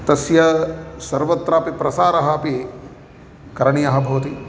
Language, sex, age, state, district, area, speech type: Sanskrit, male, 30-45, Telangana, Karimnagar, rural, spontaneous